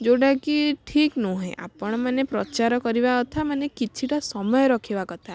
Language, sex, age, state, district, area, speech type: Odia, female, 30-45, Odisha, Kalahandi, rural, spontaneous